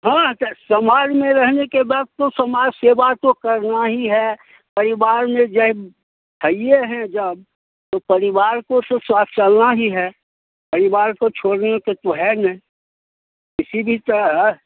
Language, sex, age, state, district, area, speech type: Hindi, male, 60+, Bihar, Begusarai, rural, conversation